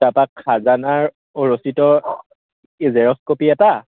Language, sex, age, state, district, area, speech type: Assamese, male, 18-30, Assam, Lakhimpur, urban, conversation